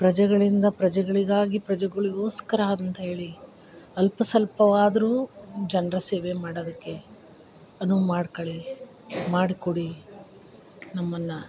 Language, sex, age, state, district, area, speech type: Kannada, female, 45-60, Karnataka, Chikkamagaluru, rural, spontaneous